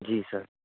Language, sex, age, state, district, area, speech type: Maithili, male, 18-30, Bihar, Saharsa, rural, conversation